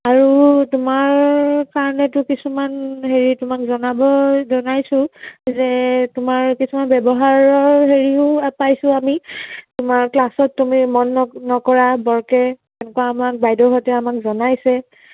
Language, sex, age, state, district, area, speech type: Assamese, female, 18-30, Assam, Nagaon, rural, conversation